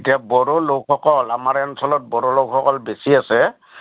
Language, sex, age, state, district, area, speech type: Assamese, male, 60+, Assam, Udalguri, urban, conversation